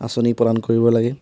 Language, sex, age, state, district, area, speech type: Assamese, male, 18-30, Assam, Tinsukia, urban, spontaneous